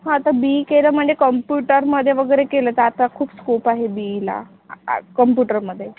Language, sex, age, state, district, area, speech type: Marathi, female, 30-45, Maharashtra, Amravati, rural, conversation